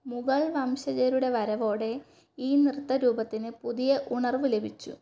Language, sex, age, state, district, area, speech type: Malayalam, female, 30-45, Kerala, Thiruvananthapuram, rural, read